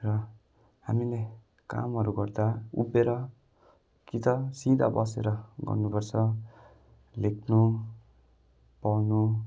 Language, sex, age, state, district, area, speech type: Nepali, male, 18-30, West Bengal, Darjeeling, rural, spontaneous